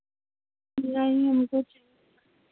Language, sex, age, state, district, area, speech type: Hindi, female, 45-60, Uttar Pradesh, Lucknow, rural, conversation